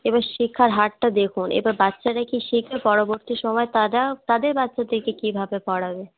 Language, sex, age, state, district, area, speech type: Bengali, female, 18-30, West Bengal, Uttar Dinajpur, urban, conversation